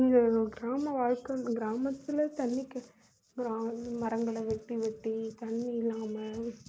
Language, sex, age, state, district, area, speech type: Tamil, female, 30-45, Tamil Nadu, Mayiladuthurai, rural, spontaneous